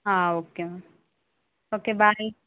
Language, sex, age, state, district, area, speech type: Telugu, female, 30-45, Andhra Pradesh, Eluru, rural, conversation